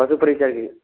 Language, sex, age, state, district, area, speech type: Hindi, male, 18-30, Rajasthan, Bharatpur, rural, conversation